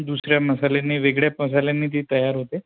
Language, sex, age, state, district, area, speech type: Marathi, male, 30-45, Maharashtra, Nagpur, urban, conversation